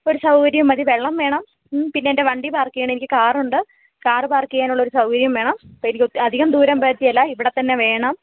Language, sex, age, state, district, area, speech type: Malayalam, female, 18-30, Kerala, Kozhikode, rural, conversation